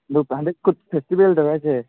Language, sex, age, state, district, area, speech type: Manipuri, male, 18-30, Manipur, Kangpokpi, urban, conversation